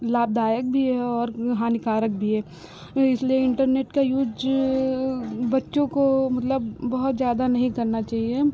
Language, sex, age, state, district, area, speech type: Hindi, female, 30-45, Uttar Pradesh, Lucknow, rural, spontaneous